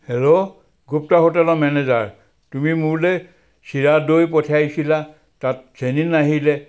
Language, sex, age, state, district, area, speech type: Assamese, male, 60+, Assam, Sivasagar, rural, spontaneous